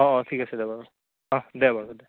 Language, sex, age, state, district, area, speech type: Assamese, male, 18-30, Assam, Darrang, rural, conversation